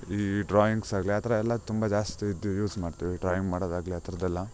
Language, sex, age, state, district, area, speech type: Kannada, male, 18-30, Karnataka, Chikkamagaluru, rural, spontaneous